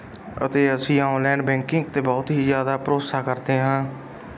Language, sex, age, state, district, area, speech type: Punjabi, male, 18-30, Punjab, Bathinda, rural, spontaneous